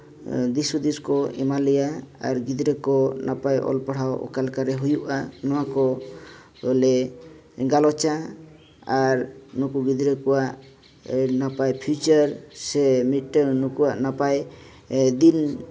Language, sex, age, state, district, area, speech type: Santali, male, 30-45, Jharkhand, East Singhbhum, rural, spontaneous